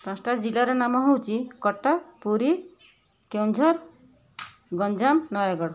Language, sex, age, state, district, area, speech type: Odia, female, 60+, Odisha, Kendujhar, urban, spontaneous